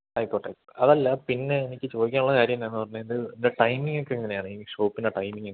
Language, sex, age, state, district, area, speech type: Malayalam, male, 18-30, Kerala, Idukki, rural, conversation